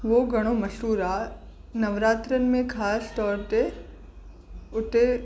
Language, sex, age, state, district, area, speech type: Sindhi, female, 18-30, Maharashtra, Mumbai Suburban, urban, spontaneous